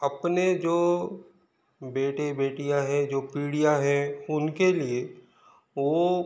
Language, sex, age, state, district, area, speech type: Hindi, male, 45-60, Madhya Pradesh, Balaghat, rural, spontaneous